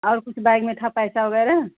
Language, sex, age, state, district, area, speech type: Hindi, female, 45-60, Uttar Pradesh, Jaunpur, urban, conversation